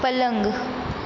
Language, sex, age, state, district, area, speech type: Hindi, female, 18-30, Madhya Pradesh, Hoshangabad, rural, read